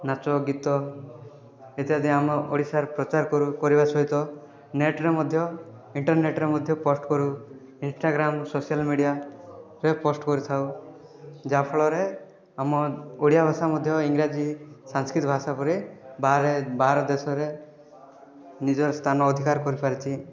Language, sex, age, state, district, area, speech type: Odia, male, 18-30, Odisha, Rayagada, urban, spontaneous